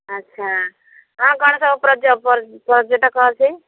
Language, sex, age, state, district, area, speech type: Odia, female, 60+, Odisha, Angul, rural, conversation